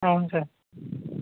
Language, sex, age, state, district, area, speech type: Telugu, male, 18-30, Andhra Pradesh, Konaseema, rural, conversation